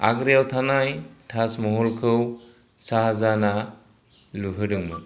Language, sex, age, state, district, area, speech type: Bodo, male, 30-45, Assam, Kokrajhar, rural, spontaneous